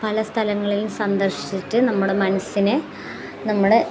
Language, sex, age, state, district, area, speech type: Malayalam, female, 30-45, Kerala, Kasaragod, rural, spontaneous